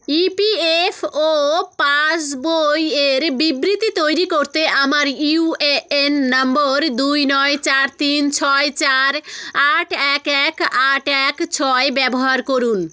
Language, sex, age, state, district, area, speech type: Bengali, female, 30-45, West Bengal, Jalpaiguri, rural, read